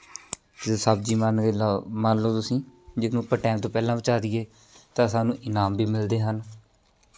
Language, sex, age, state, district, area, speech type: Punjabi, male, 18-30, Punjab, Shaheed Bhagat Singh Nagar, rural, spontaneous